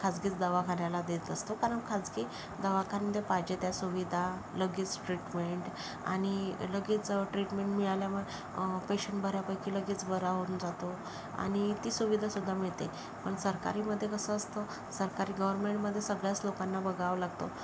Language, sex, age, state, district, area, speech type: Marathi, female, 30-45, Maharashtra, Yavatmal, rural, spontaneous